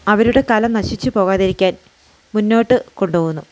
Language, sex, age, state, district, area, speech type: Malayalam, female, 30-45, Kerala, Idukki, rural, spontaneous